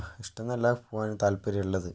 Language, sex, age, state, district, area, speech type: Malayalam, male, 18-30, Kerala, Kozhikode, urban, spontaneous